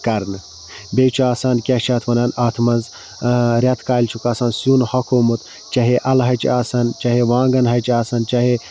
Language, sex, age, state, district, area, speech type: Kashmiri, male, 30-45, Jammu and Kashmir, Budgam, rural, spontaneous